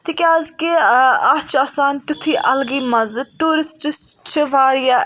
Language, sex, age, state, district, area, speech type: Kashmiri, female, 18-30, Jammu and Kashmir, Budgam, rural, spontaneous